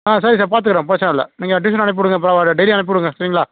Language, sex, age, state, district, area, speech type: Tamil, male, 30-45, Tamil Nadu, Nagapattinam, rural, conversation